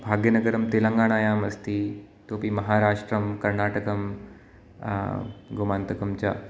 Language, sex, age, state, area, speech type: Sanskrit, male, 30-45, Uttar Pradesh, urban, spontaneous